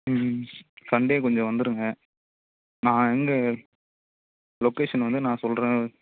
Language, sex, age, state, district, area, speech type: Tamil, male, 18-30, Tamil Nadu, Kallakurichi, rural, conversation